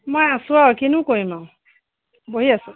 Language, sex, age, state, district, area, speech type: Assamese, female, 45-60, Assam, Golaghat, rural, conversation